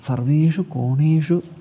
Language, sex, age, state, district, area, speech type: Sanskrit, male, 18-30, Kerala, Kozhikode, rural, spontaneous